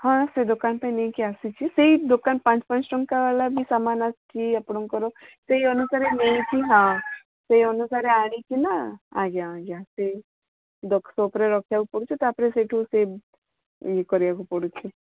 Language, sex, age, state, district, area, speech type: Odia, female, 45-60, Odisha, Sundergarh, rural, conversation